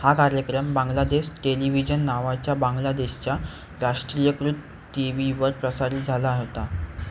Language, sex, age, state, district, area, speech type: Marathi, male, 18-30, Maharashtra, Ratnagiri, urban, read